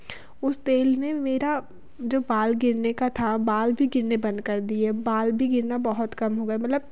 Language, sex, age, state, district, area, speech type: Hindi, female, 30-45, Madhya Pradesh, Betul, urban, spontaneous